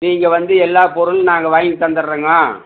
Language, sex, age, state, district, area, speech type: Tamil, male, 60+, Tamil Nadu, Erode, urban, conversation